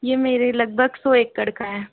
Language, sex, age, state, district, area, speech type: Hindi, female, 18-30, Rajasthan, Jaipur, rural, conversation